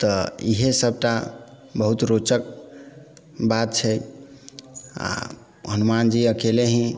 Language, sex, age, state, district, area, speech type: Maithili, male, 45-60, Bihar, Sitamarhi, rural, spontaneous